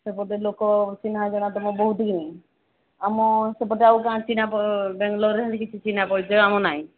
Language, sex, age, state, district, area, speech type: Odia, female, 45-60, Odisha, Sambalpur, rural, conversation